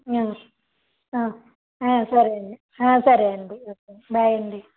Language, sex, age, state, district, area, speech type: Telugu, female, 30-45, Andhra Pradesh, Vizianagaram, rural, conversation